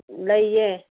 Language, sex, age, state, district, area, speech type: Manipuri, female, 45-60, Manipur, Kangpokpi, urban, conversation